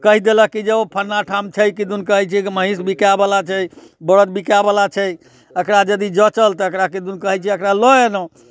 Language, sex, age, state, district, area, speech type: Maithili, male, 60+, Bihar, Muzaffarpur, urban, spontaneous